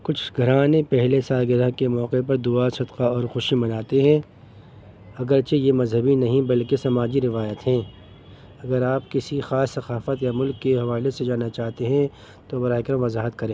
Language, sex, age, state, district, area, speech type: Urdu, male, 30-45, Delhi, North East Delhi, urban, spontaneous